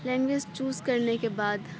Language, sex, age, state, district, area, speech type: Urdu, female, 18-30, Uttar Pradesh, Aligarh, rural, spontaneous